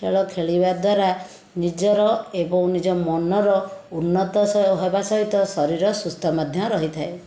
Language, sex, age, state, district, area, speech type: Odia, female, 60+, Odisha, Khordha, rural, spontaneous